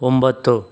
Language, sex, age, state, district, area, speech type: Kannada, male, 45-60, Karnataka, Chikkaballapur, rural, read